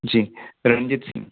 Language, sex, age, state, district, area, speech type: Hindi, male, 18-30, Madhya Pradesh, Ujjain, rural, conversation